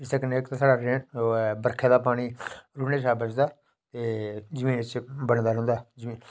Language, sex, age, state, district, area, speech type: Dogri, male, 45-60, Jammu and Kashmir, Udhampur, rural, spontaneous